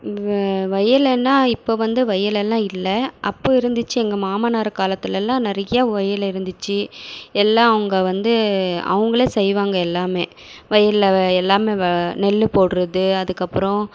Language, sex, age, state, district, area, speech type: Tamil, female, 30-45, Tamil Nadu, Krishnagiri, rural, spontaneous